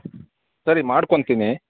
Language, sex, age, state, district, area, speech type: Kannada, male, 30-45, Karnataka, Bangalore Urban, urban, conversation